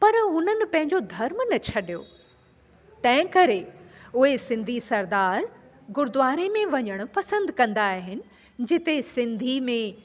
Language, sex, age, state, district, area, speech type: Sindhi, female, 45-60, Delhi, South Delhi, urban, spontaneous